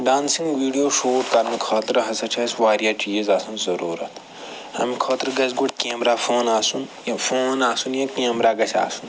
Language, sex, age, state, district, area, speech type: Kashmiri, male, 45-60, Jammu and Kashmir, Srinagar, urban, spontaneous